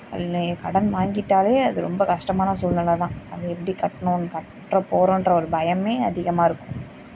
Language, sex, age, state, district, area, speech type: Tamil, female, 18-30, Tamil Nadu, Karur, rural, spontaneous